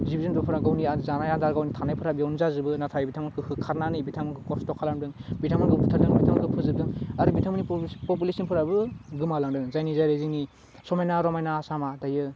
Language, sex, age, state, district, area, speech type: Bodo, male, 18-30, Assam, Udalguri, urban, spontaneous